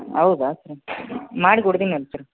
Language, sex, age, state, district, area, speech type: Kannada, male, 18-30, Karnataka, Gadag, urban, conversation